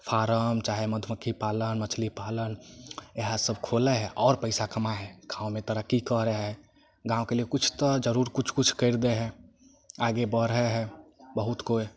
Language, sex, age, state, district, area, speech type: Maithili, male, 18-30, Bihar, Samastipur, rural, spontaneous